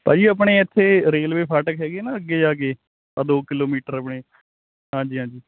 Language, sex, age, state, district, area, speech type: Punjabi, male, 18-30, Punjab, Hoshiarpur, rural, conversation